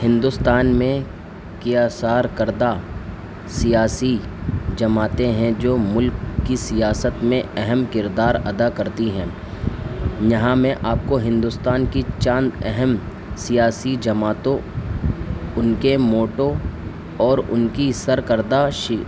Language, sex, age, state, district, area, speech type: Urdu, male, 18-30, Delhi, New Delhi, urban, spontaneous